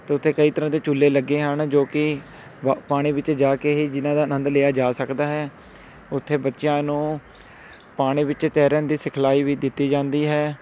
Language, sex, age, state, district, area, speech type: Punjabi, male, 18-30, Punjab, Shaheed Bhagat Singh Nagar, rural, spontaneous